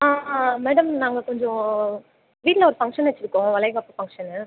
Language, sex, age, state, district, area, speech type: Tamil, female, 18-30, Tamil Nadu, Viluppuram, urban, conversation